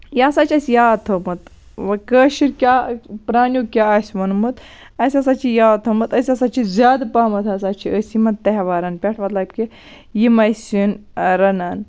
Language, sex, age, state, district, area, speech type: Kashmiri, female, 30-45, Jammu and Kashmir, Baramulla, rural, spontaneous